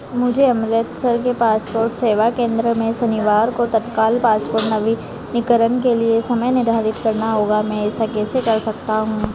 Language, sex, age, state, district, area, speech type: Hindi, female, 18-30, Madhya Pradesh, Harda, urban, read